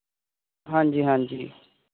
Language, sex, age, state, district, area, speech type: Punjabi, male, 18-30, Punjab, Firozpur, rural, conversation